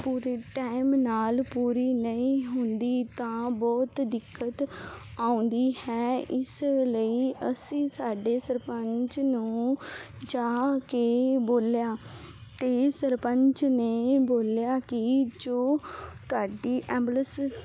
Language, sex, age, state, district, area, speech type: Punjabi, female, 18-30, Punjab, Fazilka, rural, spontaneous